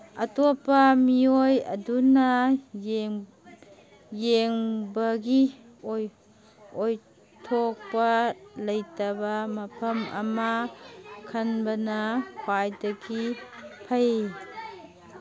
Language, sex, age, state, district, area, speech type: Manipuri, female, 45-60, Manipur, Kangpokpi, urban, read